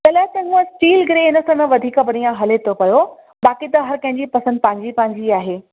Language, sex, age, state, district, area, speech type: Sindhi, female, 30-45, Uttar Pradesh, Lucknow, urban, conversation